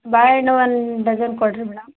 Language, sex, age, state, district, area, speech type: Kannada, female, 18-30, Karnataka, Vijayanagara, rural, conversation